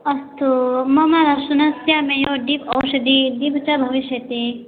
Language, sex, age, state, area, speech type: Sanskrit, female, 18-30, Assam, rural, conversation